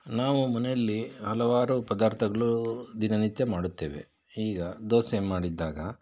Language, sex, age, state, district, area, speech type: Kannada, male, 45-60, Karnataka, Bangalore Rural, rural, spontaneous